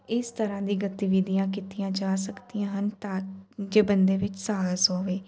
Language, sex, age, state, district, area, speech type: Punjabi, female, 18-30, Punjab, Mansa, urban, spontaneous